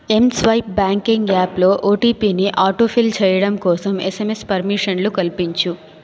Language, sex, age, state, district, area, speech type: Telugu, female, 30-45, Andhra Pradesh, Chittoor, urban, read